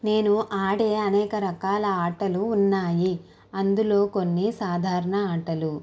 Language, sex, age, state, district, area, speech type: Telugu, female, 18-30, Andhra Pradesh, Konaseema, rural, spontaneous